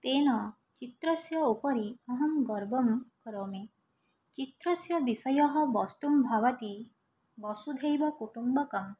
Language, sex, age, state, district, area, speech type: Sanskrit, female, 18-30, Odisha, Nayagarh, rural, spontaneous